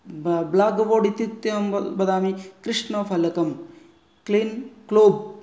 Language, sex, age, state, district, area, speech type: Sanskrit, male, 30-45, West Bengal, North 24 Parganas, rural, spontaneous